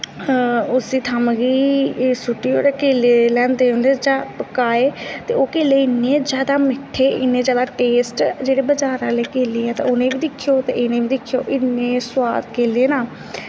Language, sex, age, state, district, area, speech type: Dogri, female, 18-30, Jammu and Kashmir, Kathua, rural, spontaneous